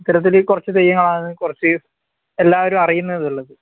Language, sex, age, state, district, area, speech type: Malayalam, male, 18-30, Kerala, Kannur, rural, conversation